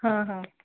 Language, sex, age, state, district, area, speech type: Marathi, female, 18-30, Maharashtra, Yavatmal, rural, conversation